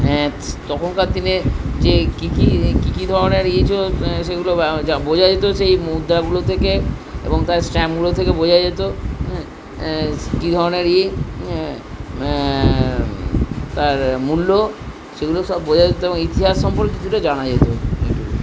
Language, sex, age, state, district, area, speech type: Bengali, male, 60+, West Bengal, Purba Bardhaman, urban, spontaneous